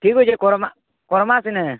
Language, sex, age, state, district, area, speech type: Odia, male, 45-60, Odisha, Nuapada, urban, conversation